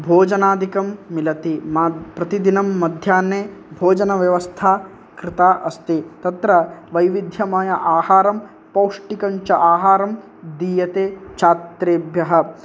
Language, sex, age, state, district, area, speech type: Sanskrit, male, 18-30, Karnataka, Uttara Kannada, rural, spontaneous